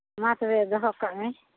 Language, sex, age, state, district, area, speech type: Santali, female, 45-60, West Bengal, Uttar Dinajpur, rural, conversation